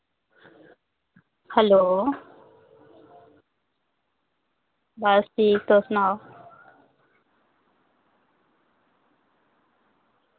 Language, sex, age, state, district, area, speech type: Dogri, female, 45-60, Jammu and Kashmir, Reasi, rural, conversation